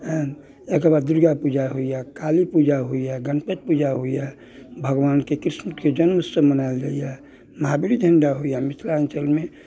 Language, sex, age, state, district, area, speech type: Maithili, male, 60+, Bihar, Muzaffarpur, urban, spontaneous